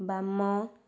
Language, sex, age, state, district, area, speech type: Odia, female, 18-30, Odisha, Kendujhar, urban, read